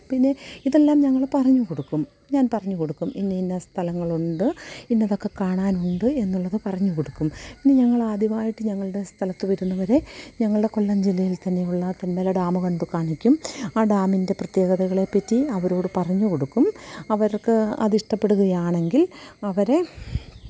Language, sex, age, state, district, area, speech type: Malayalam, female, 45-60, Kerala, Kollam, rural, spontaneous